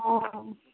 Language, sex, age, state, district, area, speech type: Odia, female, 45-60, Odisha, Gajapati, rural, conversation